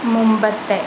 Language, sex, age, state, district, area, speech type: Malayalam, female, 18-30, Kerala, Malappuram, rural, read